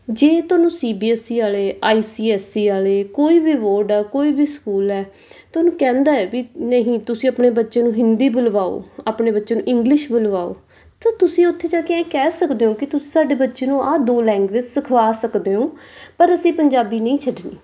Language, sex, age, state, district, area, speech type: Punjabi, female, 30-45, Punjab, Mansa, urban, spontaneous